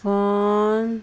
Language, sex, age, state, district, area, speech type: Punjabi, female, 18-30, Punjab, Muktsar, urban, read